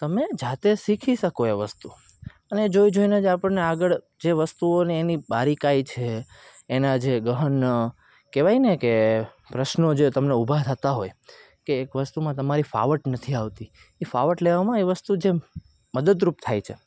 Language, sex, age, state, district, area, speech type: Gujarati, male, 18-30, Gujarat, Rajkot, urban, spontaneous